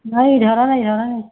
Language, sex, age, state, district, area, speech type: Assamese, female, 60+, Assam, Barpeta, rural, conversation